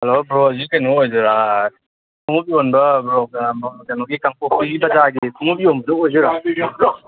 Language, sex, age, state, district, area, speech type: Manipuri, male, 18-30, Manipur, Kangpokpi, urban, conversation